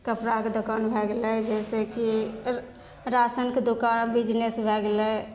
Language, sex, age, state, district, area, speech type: Maithili, female, 18-30, Bihar, Begusarai, rural, spontaneous